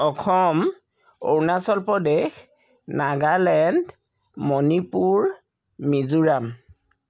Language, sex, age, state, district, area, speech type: Assamese, male, 45-60, Assam, Charaideo, urban, spontaneous